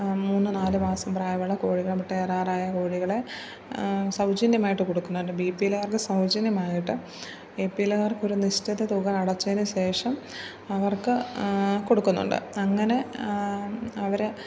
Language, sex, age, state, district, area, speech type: Malayalam, female, 30-45, Kerala, Pathanamthitta, rural, spontaneous